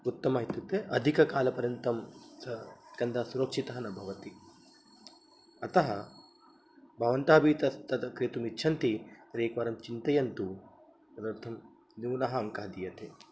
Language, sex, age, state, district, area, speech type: Sanskrit, male, 30-45, Maharashtra, Nagpur, urban, spontaneous